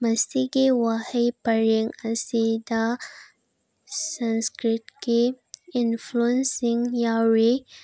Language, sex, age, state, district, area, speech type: Manipuri, female, 18-30, Manipur, Bishnupur, rural, spontaneous